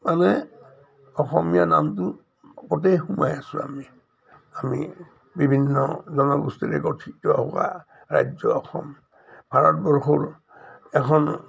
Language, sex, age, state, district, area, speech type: Assamese, male, 60+, Assam, Udalguri, rural, spontaneous